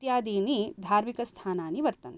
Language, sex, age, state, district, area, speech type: Sanskrit, female, 30-45, Karnataka, Bangalore Urban, urban, spontaneous